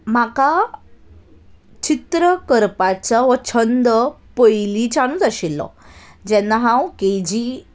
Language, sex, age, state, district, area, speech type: Goan Konkani, female, 18-30, Goa, Salcete, urban, spontaneous